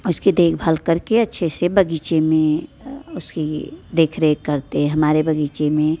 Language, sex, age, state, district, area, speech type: Hindi, female, 30-45, Uttar Pradesh, Mirzapur, rural, spontaneous